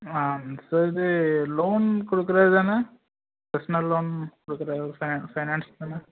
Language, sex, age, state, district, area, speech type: Tamil, male, 18-30, Tamil Nadu, Tirunelveli, rural, conversation